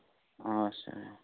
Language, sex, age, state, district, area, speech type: Kashmiri, male, 18-30, Jammu and Kashmir, Budgam, rural, conversation